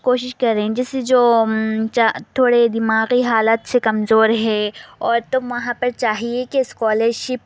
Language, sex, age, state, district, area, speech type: Urdu, female, 18-30, Telangana, Hyderabad, urban, spontaneous